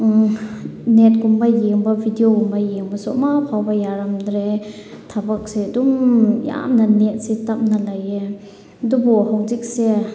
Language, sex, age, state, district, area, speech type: Manipuri, female, 30-45, Manipur, Chandel, rural, spontaneous